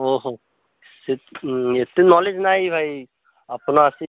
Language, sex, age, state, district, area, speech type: Odia, male, 18-30, Odisha, Malkangiri, urban, conversation